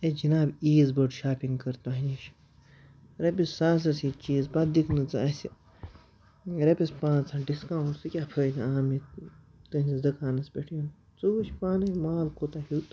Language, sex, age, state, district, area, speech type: Kashmiri, female, 18-30, Jammu and Kashmir, Baramulla, rural, spontaneous